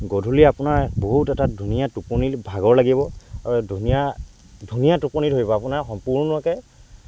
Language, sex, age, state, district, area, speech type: Assamese, male, 18-30, Assam, Lakhimpur, rural, spontaneous